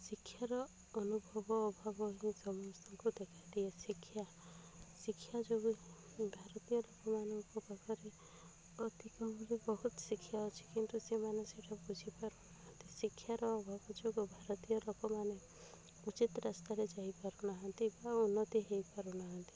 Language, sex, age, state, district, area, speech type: Odia, female, 30-45, Odisha, Rayagada, rural, spontaneous